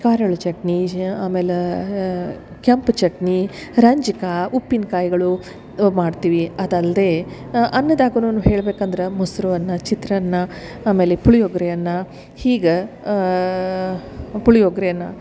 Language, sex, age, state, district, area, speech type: Kannada, female, 45-60, Karnataka, Dharwad, rural, spontaneous